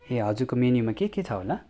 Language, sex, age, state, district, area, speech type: Nepali, male, 30-45, West Bengal, Kalimpong, rural, spontaneous